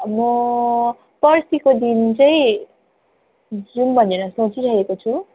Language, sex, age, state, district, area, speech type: Nepali, female, 18-30, West Bengal, Darjeeling, rural, conversation